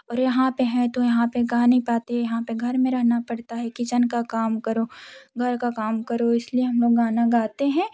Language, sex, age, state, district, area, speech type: Hindi, female, 18-30, Uttar Pradesh, Jaunpur, urban, spontaneous